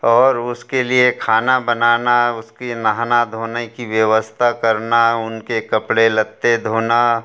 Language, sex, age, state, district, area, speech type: Hindi, male, 60+, Madhya Pradesh, Betul, rural, spontaneous